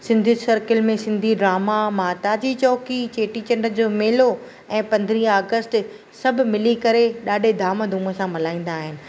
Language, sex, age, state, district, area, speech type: Sindhi, female, 45-60, Maharashtra, Thane, urban, spontaneous